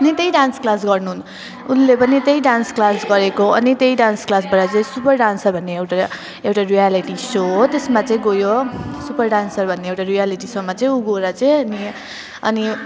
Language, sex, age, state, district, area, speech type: Nepali, female, 18-30, West Bengal, Jalpaiguri, rural, spontaneous